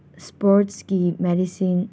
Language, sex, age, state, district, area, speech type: Manipuri, female, 18-30, Manipur, Senapati, rural, spontaneous